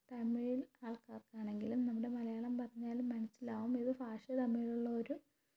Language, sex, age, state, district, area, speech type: Malayalam, female, 30-45, Kerala, Thiruvananthapuram, rural, spontaneous